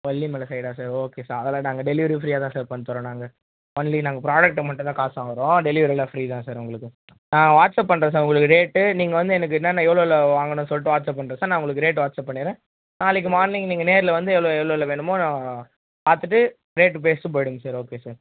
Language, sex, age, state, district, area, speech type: Tamil, male, 18-30, Tamil Nadu, Vellore, rural, conversation